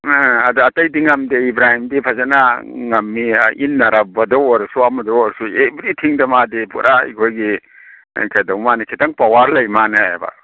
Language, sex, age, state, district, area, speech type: Manipuri, male, 30-45, Manipur, Kakching, rural, conversation